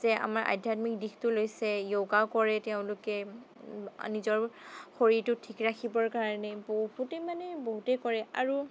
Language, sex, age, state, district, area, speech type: Assamese, female, 30-45, Assam, Sonitpur, rural, spontaneous